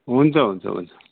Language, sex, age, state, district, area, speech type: Nepali, male, 60+, West Bengal, Kalimpong, rural, conversation